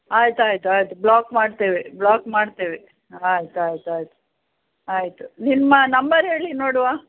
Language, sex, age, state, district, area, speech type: Kannada, female, 60+, Karnataka, Udupi, rural, conversation